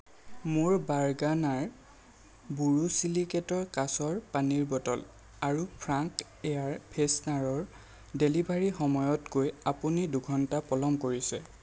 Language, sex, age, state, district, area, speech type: Assamese, male, 30-45, Assam, Lakhimpur, rural, read